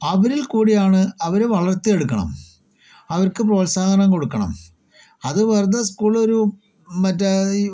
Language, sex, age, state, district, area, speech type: Malayalam, male, 30-45, Kerala, Palakkad, rural, spontaneous